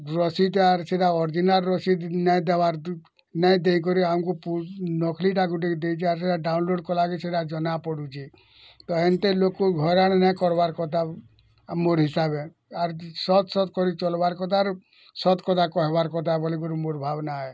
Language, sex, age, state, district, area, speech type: Odia, male, 60+, Odisha, Bargarh, urban, spontaneous